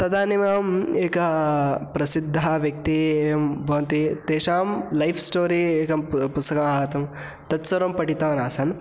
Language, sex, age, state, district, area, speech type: Sanskrit, male, 18-30, Karnataka, Hassan, rural, spontaneous